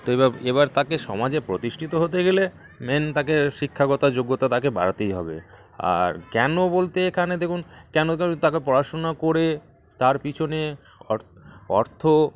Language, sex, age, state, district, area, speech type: Bengali, male, 30-45, West Bengal, South 24 Parganas, rural, spontaneous